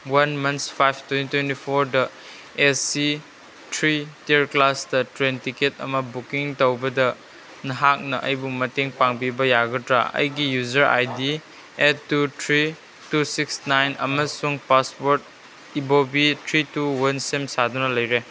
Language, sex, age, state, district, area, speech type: Manipuri, male, 18-30, Manipur, Chandel, rural, read